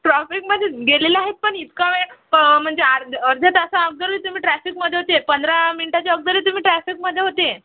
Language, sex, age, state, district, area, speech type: Marathi, female, 18-30, Maharashtra, Amravati, urban, conversation